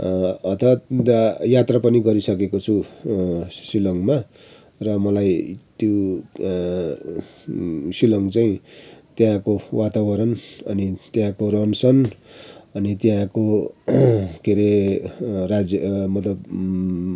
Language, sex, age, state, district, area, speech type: Nepali, male, 60+, West Bengal, Kalimpong, rural, spontaneous